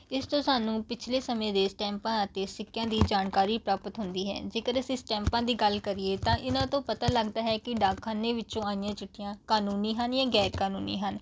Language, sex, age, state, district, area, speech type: Punjabi, female, 18-30, Punjab, Rupnagar, rural, spontaneous